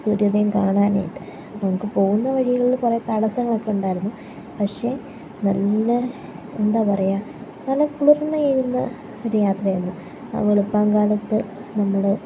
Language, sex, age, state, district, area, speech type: Malayalam, female, 18-30, Kerala, Kottayam, rural, spontaneous